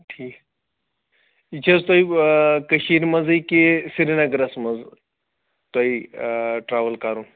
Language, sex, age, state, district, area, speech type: Kashmiri, male, 30-45, Jammu and Kashmir, Srinagar, urban, conversation